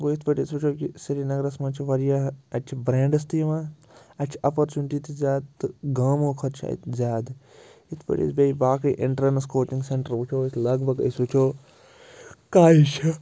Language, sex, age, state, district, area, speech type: Kashmiri, male, 30-45, Jammu and Kashmir, Srinagar, urban, spontaneous